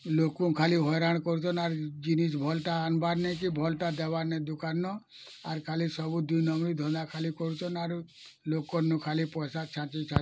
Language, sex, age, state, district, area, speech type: Odia, male, 60+, Odisha, Bargarh, urban, spontaneous